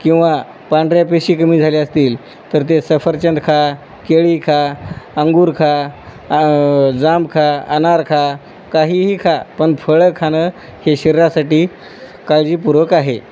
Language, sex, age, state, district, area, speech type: Marathi, male, 45-60, Maharashtra, Nanded, rural, spontaneous